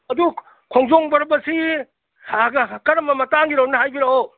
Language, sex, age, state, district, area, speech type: Manipuri, male, 60+, Manipur, Imphal East, rural, conversation